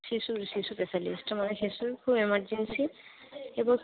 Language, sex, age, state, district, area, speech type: Bengali, female, 18-30, West Bengal, Cooch Behar, rural, conversation